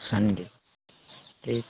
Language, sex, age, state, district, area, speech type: Hindi, male, 60+, Uttar Pradesh, Ayodhya, rural, conversation